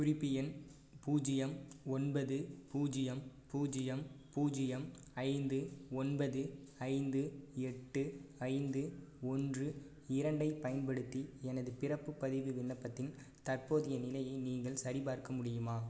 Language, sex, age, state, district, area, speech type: Tamil, male, 18-30, Tamil Nadu, Perambalur, rural, read